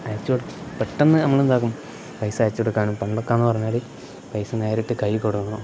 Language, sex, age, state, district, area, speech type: Malayalam, male, 18-30, Kerala, Kozhikode, rural, spontaneous